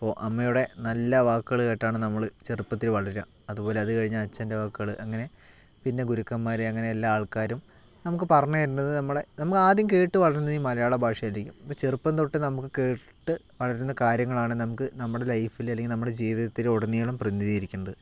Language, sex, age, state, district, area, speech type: Malayalam, male, 18-30, Kerala, Palakkad, rural, spontaneous